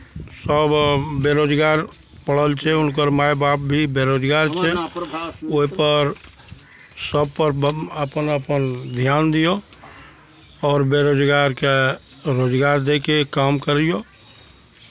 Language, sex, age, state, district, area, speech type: Maithili, male, 45-60, Bihar, Araria, rural, spontaneous